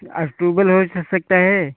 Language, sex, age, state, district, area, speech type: Hindi, male, 45-60, Uttar Pradesh, Prayagraj, rural, conversation